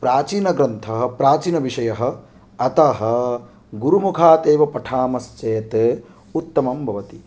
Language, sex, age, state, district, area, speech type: Sanskrit, male, 18-30, Odisha, Jagatsinghpur, urban, spontaneous